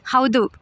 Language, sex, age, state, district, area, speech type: Kannada, female, 30-45, Karnataka, Bangalore Rural, rural, read